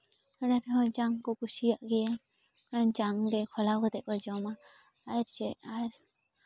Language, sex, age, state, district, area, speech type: Santali, female, 18-30, West Bengal, Jhargram, rural, spontaneous